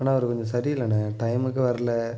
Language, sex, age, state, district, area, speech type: Tamil, male, 18-30, Tamil Nadu, Nagapattinam, rural, spontaneous